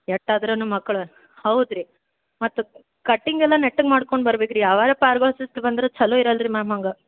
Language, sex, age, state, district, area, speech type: Kannada, female, 18-30, Karnataka, Gulbarga, urban, conversation